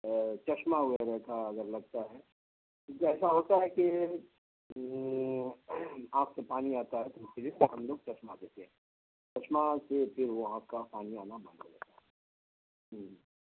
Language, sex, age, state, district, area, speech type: Urdu, male, 60+, Bihar, Khagaria, rural, conversation